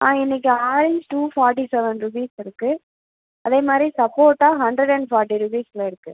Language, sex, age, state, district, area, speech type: Tamil, female, 18-30, Tamil Nadu, Pudukkottai, rural, conversation